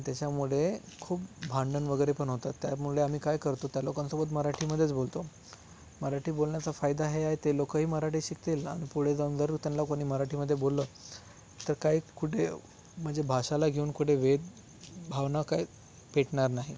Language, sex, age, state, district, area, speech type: Marathi, male, 30-45, Maharashtra, Thane, urban, spontaneous